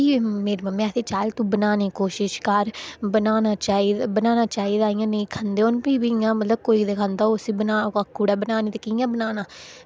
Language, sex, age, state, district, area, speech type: Dogri, female, 18-30, Jammu and Kashmir, Udhampur, rural, spontaneous